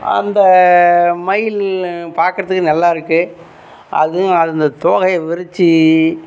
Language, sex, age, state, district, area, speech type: Tamil, male, 45-60, Tamil Nadu, Tiruchirappalli, rural, spontaneous